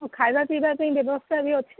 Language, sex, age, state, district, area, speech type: Odia, female, 18-30, Odisha, Sundergarh, urban, conversation